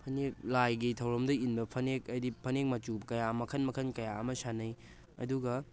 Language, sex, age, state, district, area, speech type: Manipuri, male, 18-30, Manipur, Thoubal, rural, spontaneous